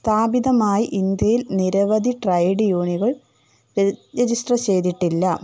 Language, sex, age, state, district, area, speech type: Malayalam, female, 45-60, Kerala, Palakkad, rural, spontaneous